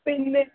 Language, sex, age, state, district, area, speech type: Malayalam, female, 30-45, Kerala, Kollam, rural, conversation